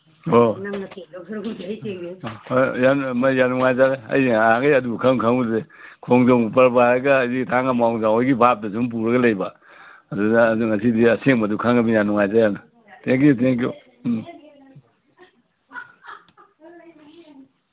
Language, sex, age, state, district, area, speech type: Manipuri, male, 60+, Manipur, Imphal East, rural, conversation